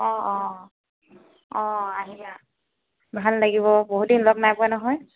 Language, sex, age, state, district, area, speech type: Assamese, female, 30-45, Assam, Tinsukia, urban, conversation